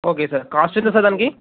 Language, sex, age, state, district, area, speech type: Telugu, male, 18-30, Telangana, Ranga Reddy, urban, conversation